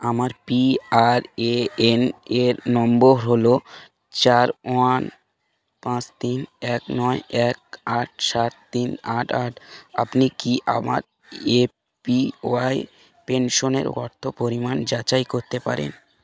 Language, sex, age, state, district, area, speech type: Bengali, male, 18-30, West Bengal, Dakshin Dinajpur, urban, read